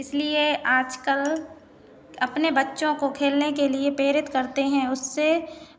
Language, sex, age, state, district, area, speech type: Hindi, female, 18-30, Madhya Pradesh, Hoshangabad, urban, spontaneous